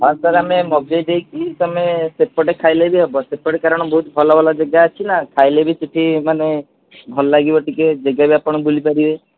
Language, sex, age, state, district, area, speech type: Odia, male, 18-30, Odisha, Kendujhar, urban, conversation